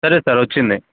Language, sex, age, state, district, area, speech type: Telugu, male, 18-30, Telangana, Mancherial, rural, conversation